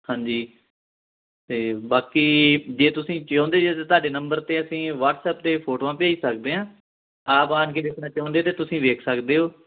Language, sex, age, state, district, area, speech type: Punjabi, male, 30-45, Punjab, Tarn Taran, rural, conversation